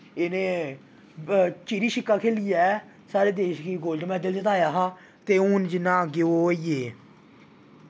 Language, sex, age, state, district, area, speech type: Dogri, male, 18-30, Jammu and Kashmir, Samba, rural, spontaneous